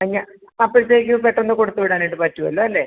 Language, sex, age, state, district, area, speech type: Malayalam, female, 45-60, Kerala, Kottayam, rural, conversation